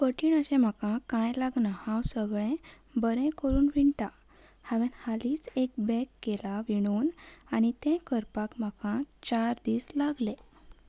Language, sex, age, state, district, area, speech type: Goan Konkani, female, 18-30, Goa, Salcete, urban, spontaneous